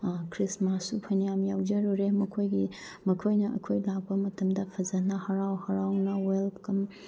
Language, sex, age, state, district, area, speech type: Manipuri, female, 30-45, Manipur, Bishnupur, rural, spontaneous